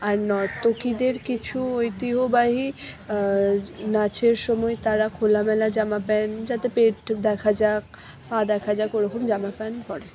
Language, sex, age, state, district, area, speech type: Bengali, female, 60+, West Bengal, Purba Bardhaman, rural, spontaneous